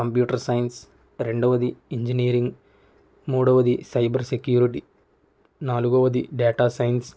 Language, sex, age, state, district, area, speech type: Telugu, male, 18-30, Andhra Pradesh, Kakinada, rural, spontaneous